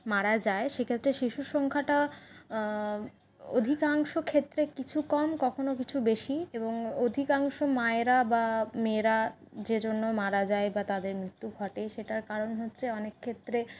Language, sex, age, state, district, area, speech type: Bengali, female, 60+, West Bengal, Paschim Bardhaman, urban, spontaneous